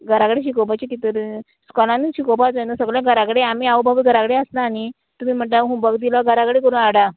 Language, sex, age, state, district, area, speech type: Goan Konkani, female, 45-60, Goa, Murmgao, rural, conversation